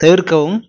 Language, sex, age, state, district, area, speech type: Tamil, male, 30-45, Tamil Nadu, Nagapattinam, rural, read